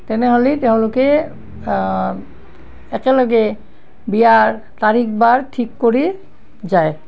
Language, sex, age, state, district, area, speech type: Assamese, female, 60+, Assam, Barpeta, rural, spontaneous